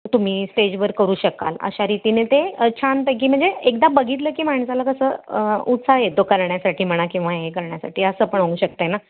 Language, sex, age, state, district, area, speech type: Marathi, female, 45-60, Maharashtra, Kolhapur, urban, conversation